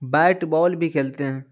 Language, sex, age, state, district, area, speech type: Urdu, male, 30-45, Bihar, Khagaria, rural, spontaneous